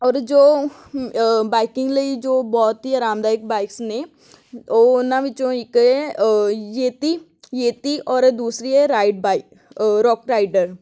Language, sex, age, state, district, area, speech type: Punjabi, female, 18-30, Punjab, Amritsar, urban, spontaneous